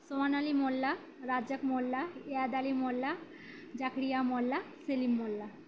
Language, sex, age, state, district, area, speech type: Bengali, female, 30-45, West Bengal, Birbhum, urban, spontaneous